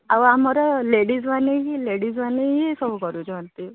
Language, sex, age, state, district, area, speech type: Odia, female, 45-60, Odisha, Sundergarh, rural, conversation